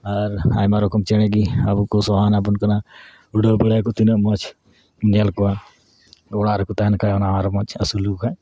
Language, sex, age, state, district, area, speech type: Santali, male, 30-45, West Bengal, Dakshin Dinajpur, rural, spontaneous